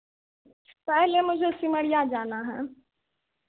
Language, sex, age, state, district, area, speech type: Hindi, female, 18-30, Bihar, Begusarai, urban, conversation